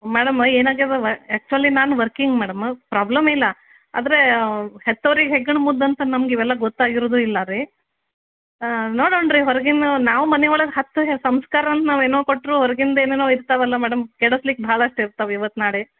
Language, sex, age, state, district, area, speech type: Kannada, female, 45-60, Karnataka, Gulbarga, urban, conversation